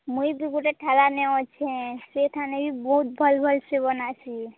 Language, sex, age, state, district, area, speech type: Odia, female, 18-30, Odisha, Nuapada, urban, conversation